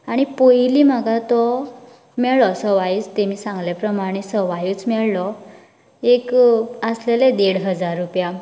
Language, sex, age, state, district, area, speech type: Goan Konkani, female, 18-30, Goa, Canacona, rural, spontaneous